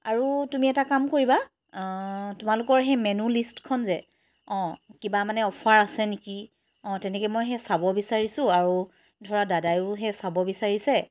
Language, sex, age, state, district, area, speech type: Assamese, female, 30-45, Assam, Charaideo, urban, spontaneous